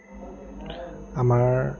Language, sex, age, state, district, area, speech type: Assamese, male, 30-45, Assam, Goalpara, urban, spontaneous